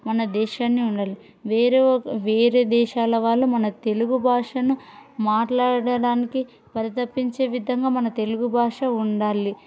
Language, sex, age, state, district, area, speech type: Telugu, female, 30-45, Andhra Pradesh, Kurnool, rural, spontaneous